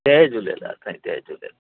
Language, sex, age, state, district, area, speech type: Sindhi, male, 45-60, Gujarat, Kutch, urban, conversation